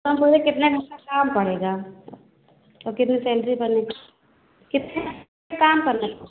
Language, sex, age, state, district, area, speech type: Hindi, female, 60+, Uttar Pradesh, Ayodhya, rural, conversation